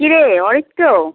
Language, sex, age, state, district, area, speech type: Bengali, male, 30-45, West Bengal, Howrah, urban, conversation